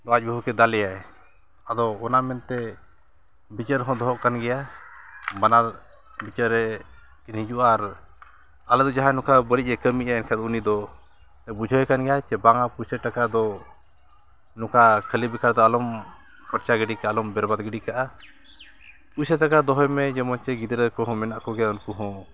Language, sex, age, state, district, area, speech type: Santali, male, 45-60, Jharkhand, Bokaro, rural, spontaneous